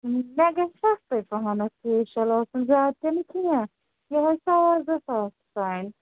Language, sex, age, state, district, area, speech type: Kashmiri, female, 45-60, Jammu and Kashmir, Srinagar, urban, conversation